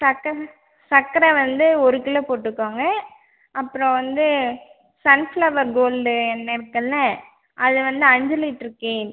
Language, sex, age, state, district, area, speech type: Tamil, female, 18-30, Tamil Nadu, Cuddalore, rural, conversation